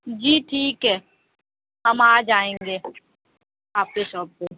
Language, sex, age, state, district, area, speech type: Urdu, female, 30-45, Uttar Pradesh, Lucknow, urban, conversation